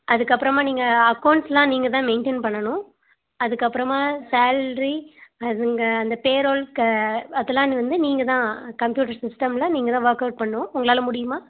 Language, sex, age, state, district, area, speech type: Tamil, female, 18-30, Tamil Nadu, Tirunelveli, urban, conversation